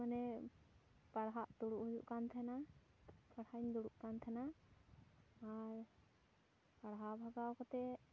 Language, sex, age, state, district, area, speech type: Santali, female, 18-30, West Bengal, Purba Bardhaman, rural, spontaneous